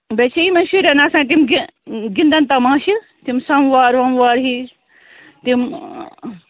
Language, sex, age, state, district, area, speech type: Kashmiri, female, 45-60, Jammu and Kashmir, Ganderbal, rural, conversation